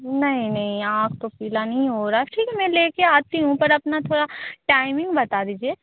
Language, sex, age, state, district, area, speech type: Hindi, female, 30-45, Bihar, Begusarai, rural, conversation